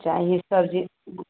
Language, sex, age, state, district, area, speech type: Maithili, female, 45-60, Bihar, Sitamarhi, rural, conversation